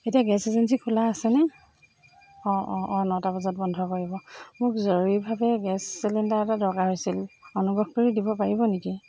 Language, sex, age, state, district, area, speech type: Assamese, female, 45-60, Assam, Jorhat, urban, spontaneous